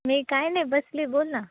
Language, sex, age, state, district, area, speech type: Marathi, female, 18-30, Maharashtra, Nashik, urban, conversation